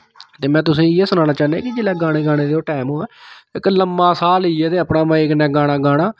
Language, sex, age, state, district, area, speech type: Dogri, male, 30-45, Jammu and Kashmir, Samba, rural, spontaneous